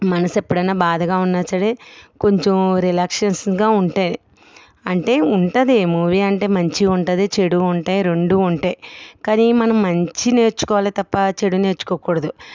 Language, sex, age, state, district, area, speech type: Telugu, female, 45-60, Andhra Pradesh, East Godavari, rural, spontaneous